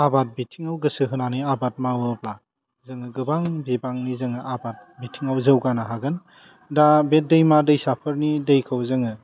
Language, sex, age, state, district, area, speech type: Bodo, male, 30-45, Assam, Udalguri, urban, spontaneous